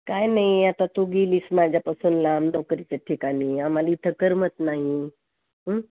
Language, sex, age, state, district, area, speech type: Marathi, female, 60+, Maharashtra, Osmanabad, rural, conversation